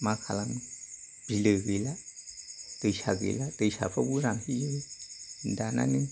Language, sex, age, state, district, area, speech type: Bodo, male, 60+, Assam, Kokrajhar, urban, spontaneous